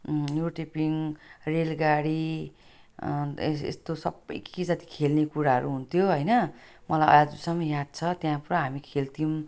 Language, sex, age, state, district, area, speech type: Nepali, female, 45-60, West Bengal, Jalpaiguri, rural, spontaneous